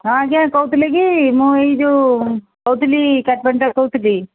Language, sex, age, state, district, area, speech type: Odia, female, 45-60, Odisha, Sundergarh, rural, conversation